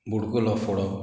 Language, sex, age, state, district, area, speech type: Goan Konkani, male, 45-60, Goa, Murmgao, rural, spontaneous